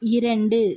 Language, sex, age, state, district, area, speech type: Tamil, female, 18-30, Tamil Nadu, Tirupattur, urban, read